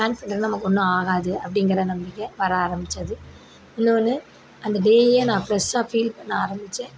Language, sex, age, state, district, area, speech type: Tamil, female, 30-45, Tamil Nadu, Perambalur, rural, spontaneous